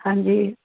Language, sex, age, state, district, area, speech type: Punjabi, female, 60+, Punjab, Muktsar, urban, conversation